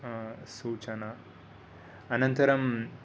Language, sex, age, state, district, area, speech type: Sanskrit, male, 18-30, Karnataka, Mysore, urban, spontaneous